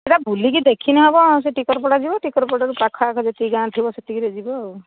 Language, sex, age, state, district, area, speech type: Odia, female, 45-60, Odisha, Angul, rural, conversation